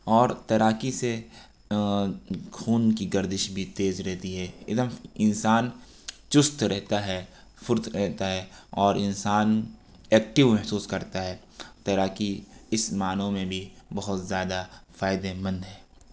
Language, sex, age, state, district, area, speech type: Urdu, male, 30-45, Uttar Pradesh, Lucknow, urban, spontaneous